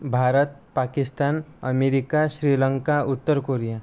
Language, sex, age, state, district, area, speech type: Marathi, male, 18-30, Maharashtra, Amravati, rural, spontaneous